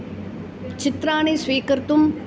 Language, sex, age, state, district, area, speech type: Sanskrit, female, 60+, Kerala, Palakkad, urban, spontaneous